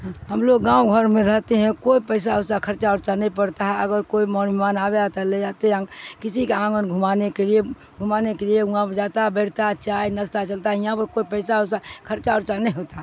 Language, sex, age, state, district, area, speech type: Urdu, female, 60+, Bihar, Supaul, rural, spontaneous